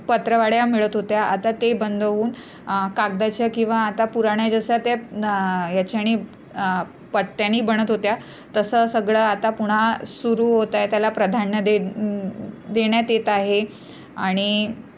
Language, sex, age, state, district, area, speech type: Marathi, female, 30-45, Maharashtra, Nagpur, urban, spontaneous